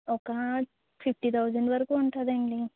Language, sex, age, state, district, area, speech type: Telugu, female, 30-45, Andhra Pradesh, West Godavari, rural, conversation